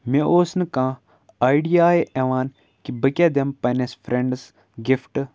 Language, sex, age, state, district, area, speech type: Kashmiri, male, 18-30, Jammu and Kashmir, Kupwara, rural, spontaneous